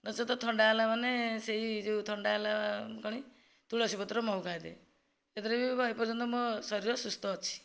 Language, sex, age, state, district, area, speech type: Odia, female, 45-60, Odisha, Nayagarh, rural, spontaneous